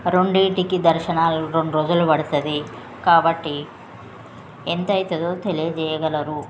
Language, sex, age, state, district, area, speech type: Telugu, female, 30-45, Telangana, Jagtial, rural, spontaneous